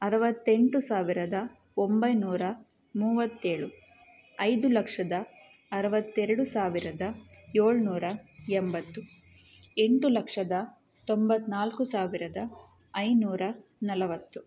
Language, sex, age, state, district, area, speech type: Kannada, female, 18-30, Karnataka, Chitradurga, urban, spontaneous